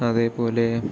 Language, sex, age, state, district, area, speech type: Malayalam, male, 30-45, Kerala, Palakkad, urban, spontaneous